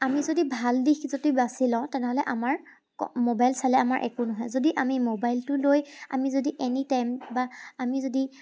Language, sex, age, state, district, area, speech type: Assamese, female, 18-30, Assam, Charaideo, urban, spontaneous